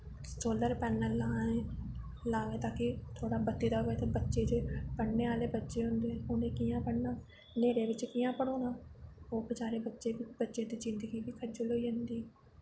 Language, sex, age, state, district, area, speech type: Dogri, female, 18-30, Jammu and Kashmir, Reasi, urban, spontaneous